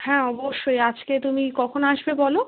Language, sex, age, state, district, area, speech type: Bengali, female, 18-30, West Bengal, Kolkata, urban, conversation